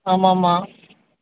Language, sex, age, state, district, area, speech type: Tamil, male, 18-30, Tamil Nadu, Dharmapuri, rural, conversation